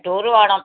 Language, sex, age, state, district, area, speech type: Malayalam, female, 60+, Kerala, Malappuram, rural, conversation